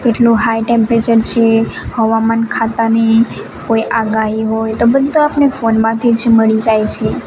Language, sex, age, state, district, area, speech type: Gujarati, female, 18-30, Gujarat, Narmada, rural, spontaneous